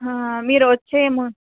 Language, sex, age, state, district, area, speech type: Telugu, female, 18-30, Telangana, Nizamabad, urban, conversation